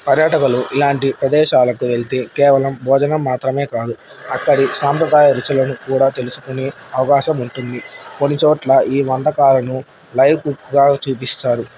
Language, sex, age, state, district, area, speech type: Telugu, male, 30-45, Andhra Pradesh, Nandyal, urban, spontaneous